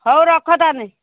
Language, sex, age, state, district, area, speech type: Odia, female, 60+, Odisha, Angul, rural, conversation